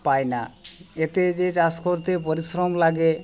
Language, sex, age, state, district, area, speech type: Bengali, male, 45-60, West Bengal, Jhargram, rural, spontaneous